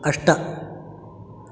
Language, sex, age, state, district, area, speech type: Sanskrit, male, 30-45, Karnataka, Udupi, urban, read